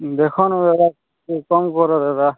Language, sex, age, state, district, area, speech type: Odia, male, 18-30, Odisha, Kalahandi, rural, conversation